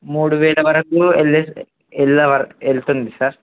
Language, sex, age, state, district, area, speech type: Telugu, male, 18-30, Telangana, Adilabad, rural, conversation